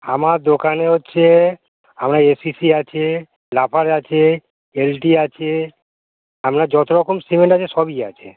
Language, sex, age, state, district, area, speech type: Bengali, male, 45-60, West Bengal, Hooghly, rural, conversation